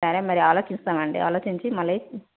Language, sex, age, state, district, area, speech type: Telugu, female, 30-45, Telangana, Karimnagar, rural, conversation